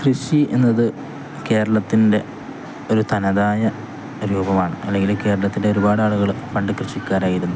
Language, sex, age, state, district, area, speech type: Malayalam, male, 18-30, Kerala, Kozhikode, rural, spontaneous